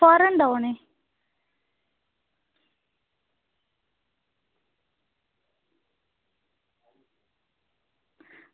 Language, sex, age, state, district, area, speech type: Dogri, female, 18-30, Jammu and Kashmir, Reasi, rural, conversation